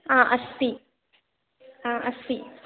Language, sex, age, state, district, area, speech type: Sanskrit, female, 18-30, Kerala, Thrissur, rural, conversation